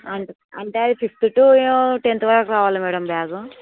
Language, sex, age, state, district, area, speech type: Telugu, female, 18-30, Telangana, Ranga Reddy, rural, conversation